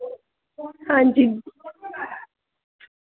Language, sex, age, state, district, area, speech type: Dogri, female, 18-30, Jammu and Kashmir, Samba, rural, conversation